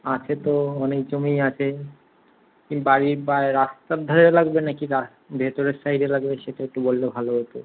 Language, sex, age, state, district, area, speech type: Bengali, male, 18-30, West Bengal, Kolkata, urban, conversation